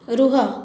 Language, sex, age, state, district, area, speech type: Odia, female, 30-45, Odisha, Khordha, rural, read